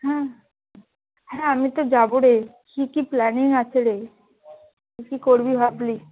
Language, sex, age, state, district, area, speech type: Bengali, female, 30-45, West Bengal, South 24 Parganas, rural, conversation